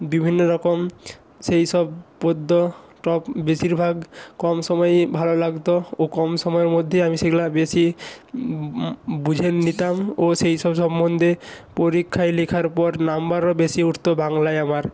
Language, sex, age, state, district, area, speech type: Bengali, male, 18-30, West Bengal, North 24 Parganas, rural, spontaneous